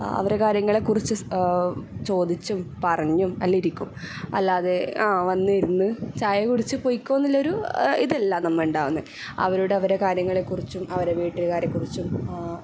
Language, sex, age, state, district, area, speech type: Malayalam, female, 18-30, Kerala, Kasaragod, rural, spontaneous